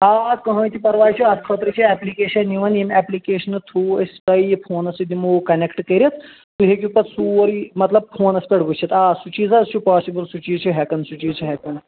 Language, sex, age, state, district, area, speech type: Kashmiri, male, 18-30, Jammu and Kashmir, Shopian, rural, conversation